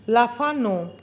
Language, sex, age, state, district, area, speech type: Bengali, female, 45-60, West Bengal, Paschim Bardhaman, urban, read